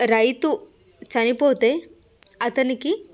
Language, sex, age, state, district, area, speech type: Telugu, female, 30-45, Telangana, Hyderabad, rural, spontaneous